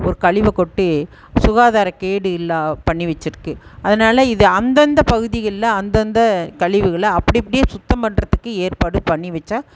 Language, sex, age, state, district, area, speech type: Tamil, female, 60+, Tamil Nadu, Erode, urban, spontaneous